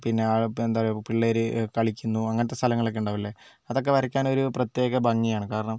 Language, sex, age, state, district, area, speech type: Malayalam, male, 45-60, Kerala, Wayanad, rural, spontaneous